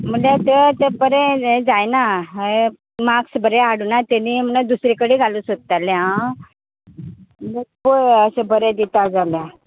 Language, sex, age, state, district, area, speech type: Goan Konkani, female, 30-45, Goa, Tiswadi, rural, conversation